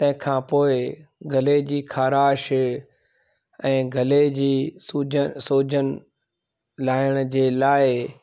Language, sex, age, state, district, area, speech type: Sindhi, male, 45-60, Gujarat, Junagadh, rural, spontaneous